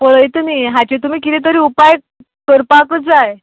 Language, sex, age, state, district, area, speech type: Goan Konkani, female, 18-30, Goa, Canacona, rural, conversation